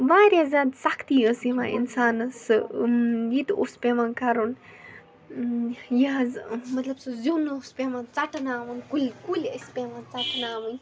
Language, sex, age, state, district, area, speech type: Kashmiri, female, 18-30, Jammu and Kashmir, Bandipora, rural, spontaneous